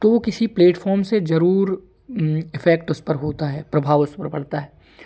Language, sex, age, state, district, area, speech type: Hindi, male, 18-30, Madhya Pradesh, Hoshangabad, rural, spontaneous